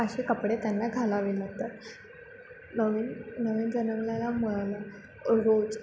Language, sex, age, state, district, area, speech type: Marathi, female, 18-30, Maharashtra, Sangli, rural, spontaneous